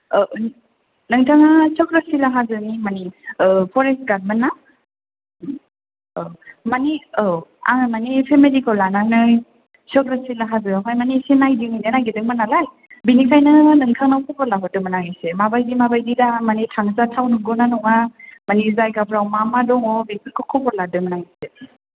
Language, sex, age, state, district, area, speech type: Bodo, female, 18-30, Assam, Kokrajhar, rural, conversation